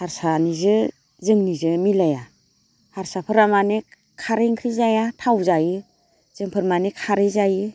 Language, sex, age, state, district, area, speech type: Bodo, female, 45-60, Assam, Baksa, rural, spontaneous